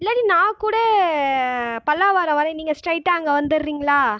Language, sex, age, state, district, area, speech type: Tamil, female, 18-30, Tamil Nadu, Tiruchirappalli, rural, spontaneous